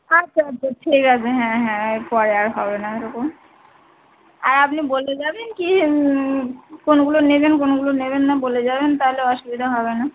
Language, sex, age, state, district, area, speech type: Bengali, female, 30-45, West Bengal, Birbhum, urban, conversation